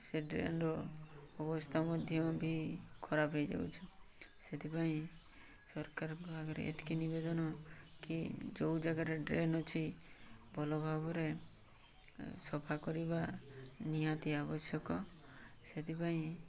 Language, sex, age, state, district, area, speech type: Odia, male, 18-30, Odisha, Mayurbhanj, rural, spontaneous